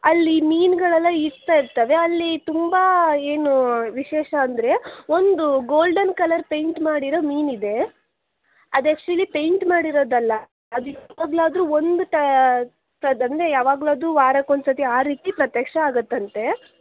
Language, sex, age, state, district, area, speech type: Kannada, female, 18-30, Karnataka, Shimoga, urban, conversation